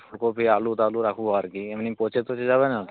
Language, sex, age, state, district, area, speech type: Bengali, male, 18-30, West Bengal, Uttar Dinajpur, rural, conversation